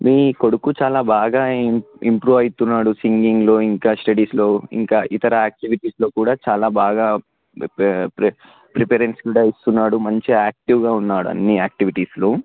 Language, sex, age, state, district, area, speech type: Telugu, male, 18-30, Telangana, Vikarabad, urban, conversation